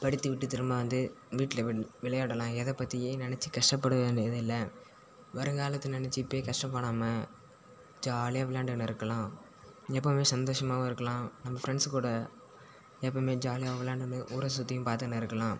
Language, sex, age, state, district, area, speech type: Tamil, male, 18-30, Tamil Nadu, Cuddalore, rural, spontaneous